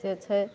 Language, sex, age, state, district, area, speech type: Maithili, female, 45-60, Bihar, Madhepura, rural, spontaneous